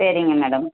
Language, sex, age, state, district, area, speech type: Tamil, female, 18-30, Tamil Nadu, Tenkasi, urban, conversation